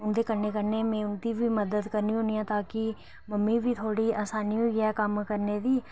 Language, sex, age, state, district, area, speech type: Dogri, female, 18-30, Jammu and Kashmir, Reasi, urban, spontaneous